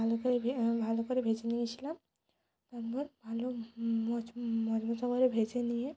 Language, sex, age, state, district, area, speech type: Bengali, female, 18-30, West Bengal, Jalpaiguri, rural, spontaneous